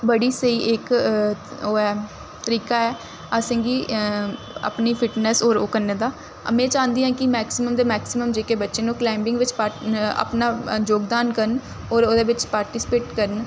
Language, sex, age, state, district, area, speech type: Dogri, female, 18-30, Jammu and Kashmir, Reasi, urban, spontaneous